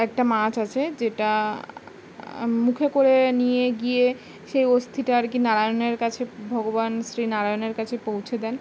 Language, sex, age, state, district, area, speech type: Bengali, female, 18-30, West Bengal, Howrah, urban, spontaneous